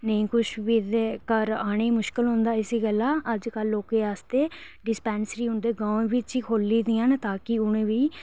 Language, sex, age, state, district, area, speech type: Dogri, female, 18-30, Jammu and Kashmir, Reasi, urban, spontaneous